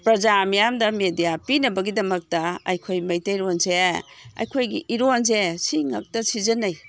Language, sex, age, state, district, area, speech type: Manipuri, female, 60+, Manipur, Imphal East, rural, spontaneous